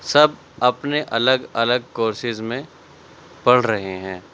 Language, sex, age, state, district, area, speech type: Urdu, male, 18-30, Delhi, South Delhi, urban, spontaneous